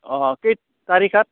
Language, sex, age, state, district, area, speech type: Bodo, male, 60+, Assam, Udalguri, urban, conversation